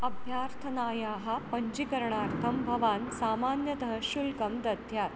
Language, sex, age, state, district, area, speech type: Sanskrit, female, 30-45, Maharashtra, Nagpur, urban, read